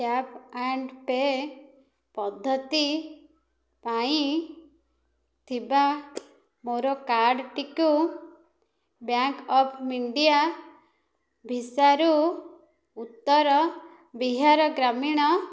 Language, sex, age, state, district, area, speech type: Odia, female, 18-30, Odisha, Dhenkanal, rural, read